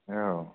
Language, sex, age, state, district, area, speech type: Bodo, male, 30-45, Assam, Kokrajhar, rural, conversation